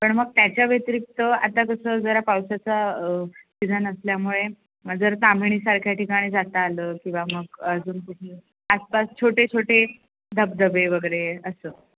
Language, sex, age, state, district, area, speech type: Marathi, female, 18-30, Maharashtra, Sindhudurg, rural, conversation